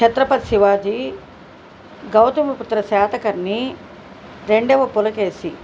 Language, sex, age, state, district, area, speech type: Telugu, female, 60+, Andhra Pradesh, Nellore, urban, spontaneous